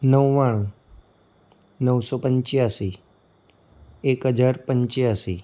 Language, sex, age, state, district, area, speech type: Gujarati, male, 30-45, Gujarat, Anand, urban, spontaneous